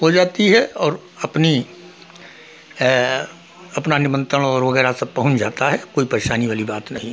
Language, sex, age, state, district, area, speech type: Hindi, male, 60+, Uttar Pradesh, Hardoi, rural, spontaneous